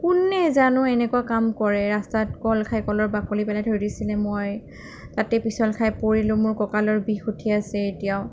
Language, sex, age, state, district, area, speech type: Assamese, female, 45-60, Assam, Sonitpur, rural, spontaneous